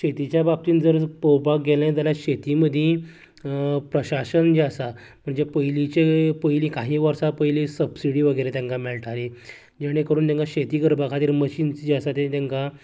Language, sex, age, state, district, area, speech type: Goan Konkani, male, 18-30, Goa, Canacona, rural, spontaneous